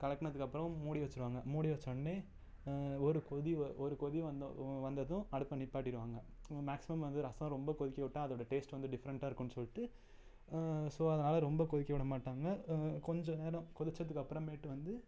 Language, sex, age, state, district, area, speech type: Tamil, male, 30-45, Tamil Nadu, Ariyalur, rural, spontaneous